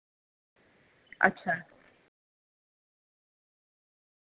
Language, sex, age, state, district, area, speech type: Dogri, female, 30-45, Jammu and Kashmir, Jammu, urban, conversation